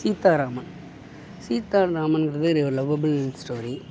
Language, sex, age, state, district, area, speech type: Tamil, male, 18-30, Tamil Nadu, Mayiladuthurai, urban, spontaneous